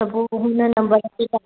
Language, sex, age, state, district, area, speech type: Sindhi, female, 30-45, Maharashtra, Thane, urban, conversation